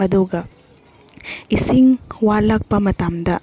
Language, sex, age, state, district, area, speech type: Manipuri, female, 30-45, Manipur, Chandel, rural, spontaneous